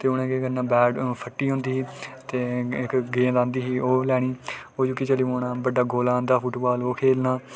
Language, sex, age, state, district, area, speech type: Dogri, male, 18-30, Jammu and Kashmir, Udhampur, rural, spontaneous